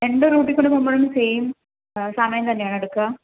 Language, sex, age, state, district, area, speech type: Malayalam, female, 30-45, Kerala, Palakkad, rural, conversation